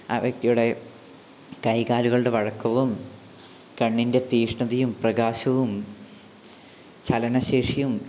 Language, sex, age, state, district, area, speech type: Malayalam, male, 18-30, Kerala, Wayanad, rural, spontaneous